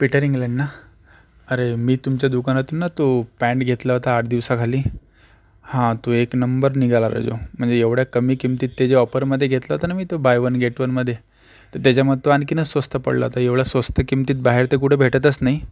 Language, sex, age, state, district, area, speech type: Marathi, male, 45-60, Maharashtra, Akola, urban, spontaneous